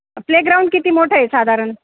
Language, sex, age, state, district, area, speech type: Marathi, female, 45-60, Maharashtra, Ahmednagar, rural, conversation